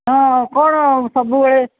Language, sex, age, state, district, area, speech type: Odia, female, 45-60, Odisha, Sundergarh, rural, conversation